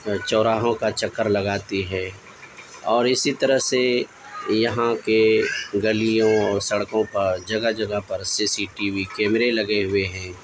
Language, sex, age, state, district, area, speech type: Urdu, male, 30-45, Delhi, South Delhi, urban, spontaneous